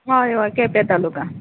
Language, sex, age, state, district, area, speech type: Goan Konkani, female, 30-45, Goa, Quepem, rural, conversation